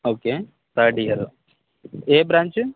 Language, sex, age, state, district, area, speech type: Telugu, male, 30-45, Telangana, Khammam, urban, conversation